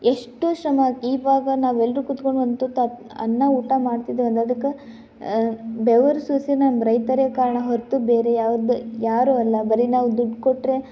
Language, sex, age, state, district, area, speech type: Kannada, female, 18-30, Karnataka, Tumkur, rural, spontaneous